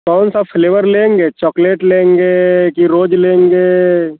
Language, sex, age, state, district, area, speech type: Hindi, male, 18-30, Uttar Pradesh, Azamgarh, rural, conversation